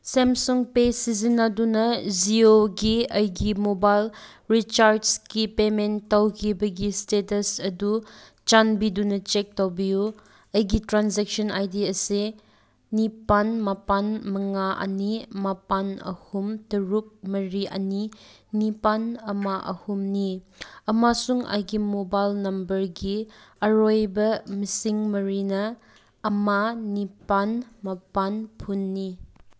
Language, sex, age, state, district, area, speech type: Manipuri, female, 18-30, Manipur, Senapati, rural, read